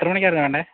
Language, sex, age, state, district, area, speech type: Malayalam, male, 30-45, Kerala, Idukki, rural, conversation